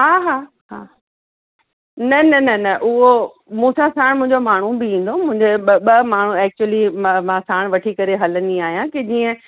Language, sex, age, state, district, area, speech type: Sindhi, female, 18-30, Uttar Pradesh, Lucknow, urban, conversation